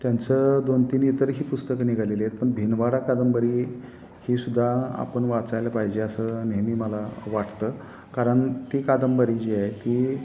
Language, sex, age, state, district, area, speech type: Marathi, male, 45-60, Maharashtra, Satara, urban, spontaneous